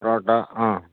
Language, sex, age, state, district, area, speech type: Malayalam, male, 45-60, Kerala, Idukki, rural, conversation